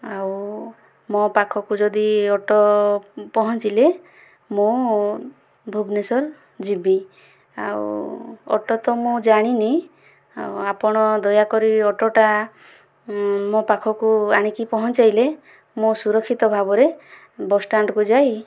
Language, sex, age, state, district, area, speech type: Odia, female, 30-45, Odisha, Kandhamal, rural, spontaneous